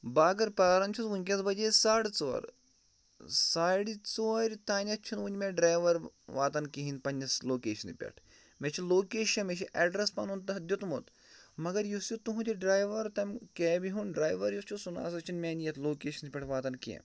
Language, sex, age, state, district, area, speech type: Kashmiri, male, 30-45, Jammu and Kashmir, Pulwama, rural, spontaneous